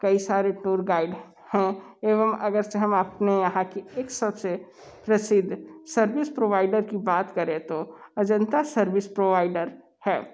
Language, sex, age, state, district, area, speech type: Hindi, male, 18-30, Uttar Pradesh, Sonbhadra, rural, spontaneous